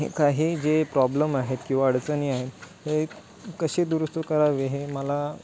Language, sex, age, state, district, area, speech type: Marathi, male, 18-30, Maharashtra, Ratnagiri, rural, spontaneous